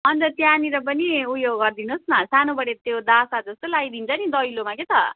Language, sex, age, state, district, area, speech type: Nepali, female, 18-30, West Bengal, Darjeeling, rural, conversation